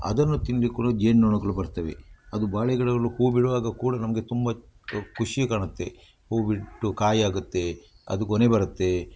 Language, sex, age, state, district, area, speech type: Kannada, male, 60+, Karnataka, Udupi, rural, spontaneous